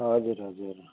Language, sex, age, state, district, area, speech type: Nepali, male, 45-60, West Bengal, Kalimpong, rural, conversation